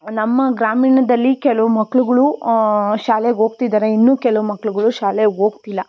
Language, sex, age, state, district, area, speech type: Kannada, female, 18-30, Karnataka, Tumkur, rural, spontaneous